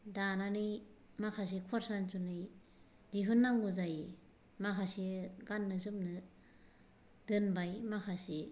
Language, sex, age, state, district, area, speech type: Bodo, female, 45-60, Assam, Kokrajhar, rural, spontaneous